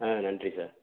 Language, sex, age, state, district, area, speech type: Tamil, male, 45-60, Tamil Nadu, Sivaganga, rural, conversation